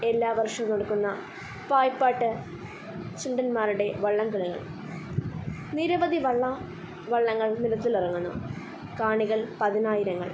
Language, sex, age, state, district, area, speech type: Malayalam, female, 18-30, Kerala, Kottayam, rural, spontaneous